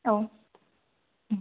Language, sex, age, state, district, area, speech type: Bodo, female, 18-30, Assam, Kokrajhar, rural, conversation